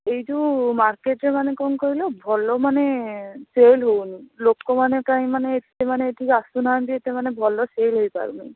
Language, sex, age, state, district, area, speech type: Odia, female, 18-30, Odisha, Bhadrak, rural, conversation